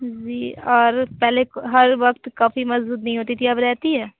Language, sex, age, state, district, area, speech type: Hindi, female, 18-30, Bihar, Vaishali, rural, conversation